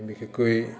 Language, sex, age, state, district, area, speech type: Assamese, male, 60+, Assam, Dhemaji, urban, spontaneous